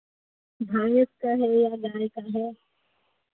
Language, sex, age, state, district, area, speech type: Hindi, female, 45-60, Uttar Pradesh, Hardoi, rural, conversation